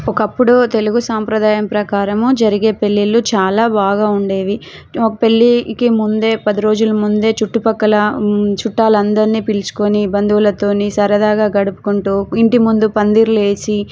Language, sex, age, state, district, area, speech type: Telugu, female, 30-45, Telangana, Warangal, urban, spontaneous